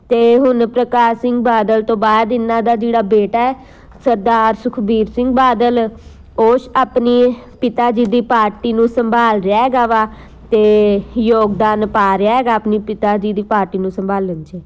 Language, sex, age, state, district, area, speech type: Punjabi, female, 30-45, Punjab, Amritsar, urban, spontaneous